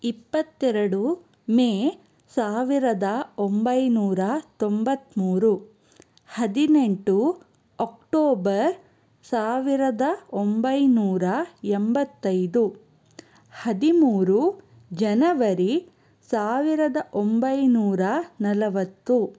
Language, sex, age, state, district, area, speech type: Kannada, female, 30-45, Karnataka, Chikkaballapur, urban, spontaneous